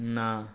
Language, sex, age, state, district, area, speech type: Odia, male, 45-60, Odisha, Nayagarh, rural, read